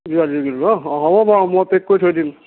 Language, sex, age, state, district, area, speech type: Assamese, male, 60+, Assam, Tinsukia, rural, conversation